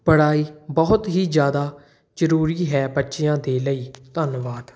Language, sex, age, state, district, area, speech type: Punjabi, male, 18-30, Punjab, Patiala, urban, spontaneous